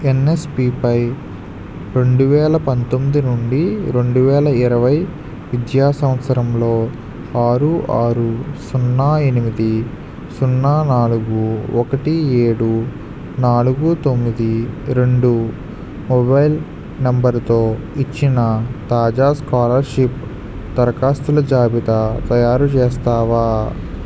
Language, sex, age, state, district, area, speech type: Telugu, male, 45-60, Andhra Pradesh, East Godavari, urban, read